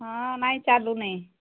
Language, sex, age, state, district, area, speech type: Odia, female, 45-60, Odisha, Sambalpur, rural, conversation